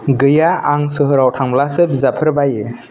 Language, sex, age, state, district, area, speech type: Bodo, male, 18-30, Assam, Kokrajhar, rural, read